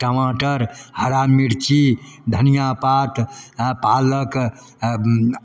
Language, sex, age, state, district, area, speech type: Maithili, male, 60+, Bihar, Darbhanga, rural, spontaneous